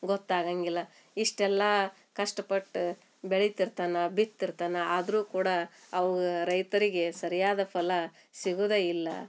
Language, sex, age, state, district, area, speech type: Kannada, female, 45-60, Karnataka, Gadag, rural, spontaneous